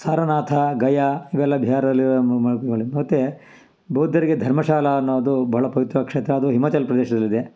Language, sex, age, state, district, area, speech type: Kannada, male, 60+, Karnataka, Kolar, rural, spontaneous